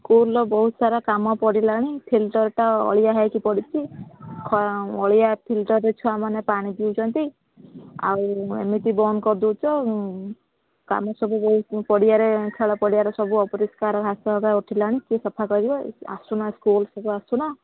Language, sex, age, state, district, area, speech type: Odia, female, 18-30, Odisha, Balasore, rural, conversation